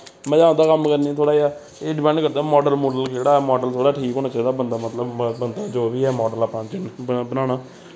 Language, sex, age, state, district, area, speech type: Dogri, male, 18-30, Jammu and Kashmir, Samba, rural, spontaneous